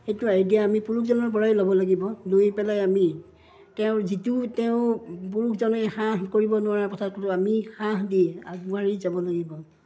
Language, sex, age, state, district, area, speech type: Assamese, female, 45-60, Assam, Udalguri, rural, spontaneous